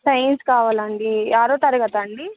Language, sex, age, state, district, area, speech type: Telugu, female, 18-30, Telangana, Ranga Reddy, rural, conversation